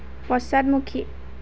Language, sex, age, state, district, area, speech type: Assamese, female, 18-30, Assam, Lakhimpur, rural, read